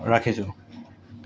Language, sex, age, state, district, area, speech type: Assamese, male, 45-60, Assam, Golaghat, urban, spontaneous